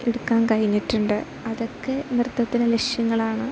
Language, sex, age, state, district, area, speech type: Malayalam, female, 18-30, Kerala, Idukki, rural, spontaneous